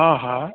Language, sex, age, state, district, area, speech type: Sindhi, male, 60+, Rajasthan, Ajmer, urban, conversation